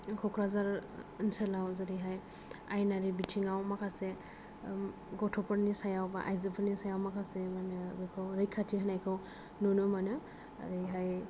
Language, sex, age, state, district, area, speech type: Bodo, female, 18-30, Assam, Kokrajhar, rural, spontaneous